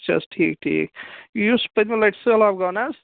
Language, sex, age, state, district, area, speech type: Kashmiri, male, 18-30, Jammu and Kashmir, Baramulla, rural, conversation